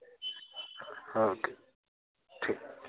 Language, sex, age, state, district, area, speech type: Dogri, male, 30-45, Jammu and Kashmir, Reasi, rural, conversation